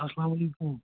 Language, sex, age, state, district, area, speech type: Kashmiri, male, 18-30, Jammu and Kashmir, Kupwara, rural, conversation